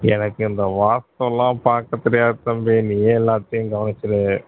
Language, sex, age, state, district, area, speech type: Tamil, male, 45-60, Tamil Nadu, Pudukkottai, rural, conversation